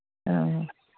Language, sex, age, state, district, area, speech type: Manipuri, female, 60+, Manipur, Kangpokpi, urban, conversation